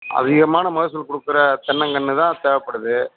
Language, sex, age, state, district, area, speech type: Tamil, male, 45-60, Tamil Nadu, Theni, rural, conversation